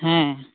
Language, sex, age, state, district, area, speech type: Santali, male, 18-30, West Bengal, Purulia, rural, conversation